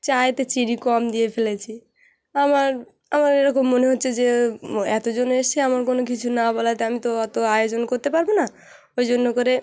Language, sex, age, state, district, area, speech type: Bengali, female, 18-30, West Bengal, Hooghly, urban, spontaneous